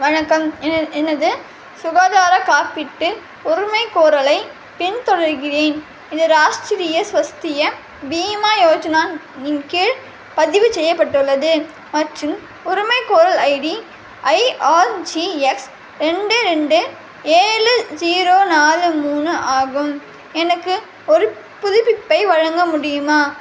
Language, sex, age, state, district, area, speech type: Tamil, female, 18-30, Tamil Nadu, Vellore, urban, read